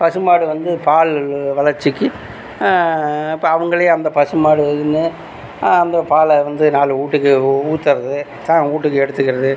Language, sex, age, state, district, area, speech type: Tamil, male, 45-60, Tamil Nadu, Tiruchirappalli, rural, spontaneous